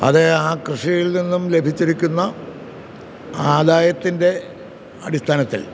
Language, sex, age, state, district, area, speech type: Malayalam, male, 60+, Kerala, Kottayam, rural, spontaneous